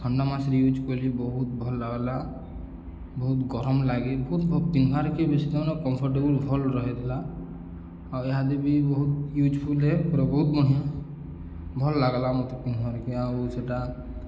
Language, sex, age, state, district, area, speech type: Odia, male, 18-30, Odisha, Balangir, urban, spontaneous